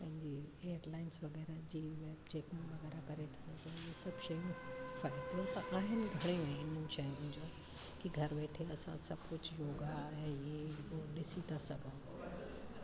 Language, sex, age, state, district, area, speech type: Sindhi, female, 60+, Delhi, South Delhi, urban, spontaneous